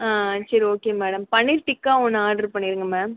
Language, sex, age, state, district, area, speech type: Tamil, female, 30-45, Tamil Nadu, Pudukkottai, rural, conversation